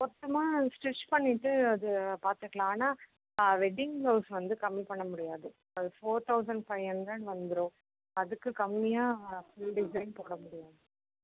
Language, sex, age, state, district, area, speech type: Tamil, female, 30-45, Tamil Nadu, Mayiladuthurai, rural, conversation